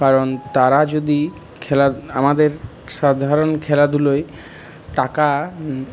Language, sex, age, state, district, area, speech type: Bengali, male, 30-45, West Bengal, Purulia, urban, spontaneous